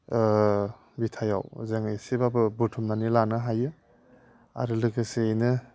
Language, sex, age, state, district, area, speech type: Bodo, male, 30-45, Assam, Udalguri, urban, spontaneous